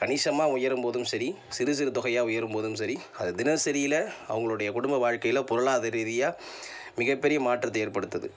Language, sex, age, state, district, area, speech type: Tamil, male, 30-45, Tamil Nadu, Tiruvarur, rural, spontaneous